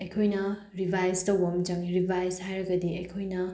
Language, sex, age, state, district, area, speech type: Manipuri, female, 18-30, Manipur, Bishnupur, rural, spontaneous